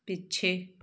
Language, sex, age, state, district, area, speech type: Punjabi, female, 30-45, Punjab, Tarn Taran, rural, read